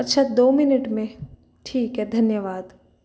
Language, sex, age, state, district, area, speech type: Hindi, female, 18-30, Rajasthan, Jaipur, urban, spontaneous